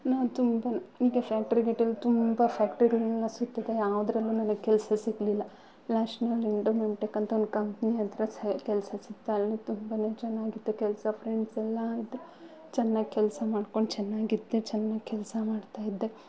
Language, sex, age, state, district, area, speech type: Kannada, female, 18-30, Karnataka, Bangalore Rural, rural, spontaneous